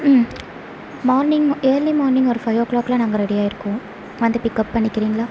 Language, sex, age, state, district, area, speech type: Tamil, female, 18-30, Tamil Nadu, Sivaganga, rural, spontaneous